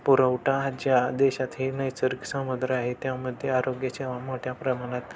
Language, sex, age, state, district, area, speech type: Marathi, male, 18-30, Maharashtra, Satara, urban, spontaneous